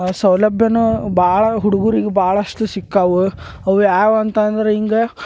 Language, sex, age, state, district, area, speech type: Kannada, male, 30-45, Karnataka, Gadag, rural, spontaneous